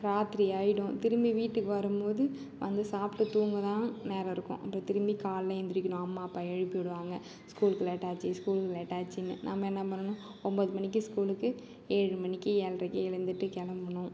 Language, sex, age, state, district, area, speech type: Tamil, female, 18-30, Tamil Nadu, Ariyalur, rural, spontaneous